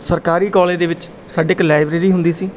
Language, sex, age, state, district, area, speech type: Punjabi, male, 30-45, Punjab, Bathinda, urban, spontaneous